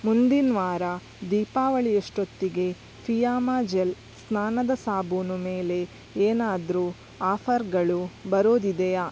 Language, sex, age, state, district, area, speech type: Kannada, female, 30-45, Karnataka, Udupi, rural, read